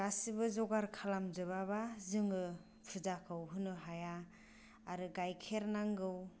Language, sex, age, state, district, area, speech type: Bodo, female, 18-30, Assam, Kokrajhar, rural, spontaneous